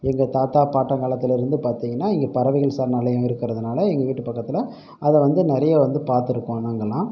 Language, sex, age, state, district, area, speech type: Tamil, male, 30-45, Tamil Nadu, Pudukkottai, rural, spontaneous